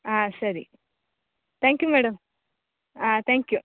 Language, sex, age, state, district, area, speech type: Kannada, female, 18-30, Karnataka, Kodagu, rural, conversation